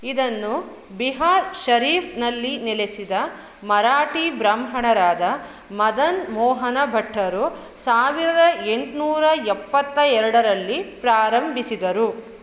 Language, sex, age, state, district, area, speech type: Kannada, female, 30-45, Karnataka, Mandya, rural, read